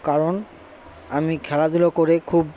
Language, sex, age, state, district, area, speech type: Bengali, male, 60+, West Bengal, Purba Bardhaman, rural, spontaneous